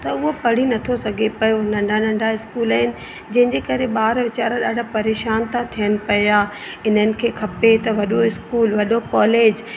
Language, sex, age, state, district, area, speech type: Sindhi, female, 30-45, Madhya Pradesh, Katni, rural, spontaneous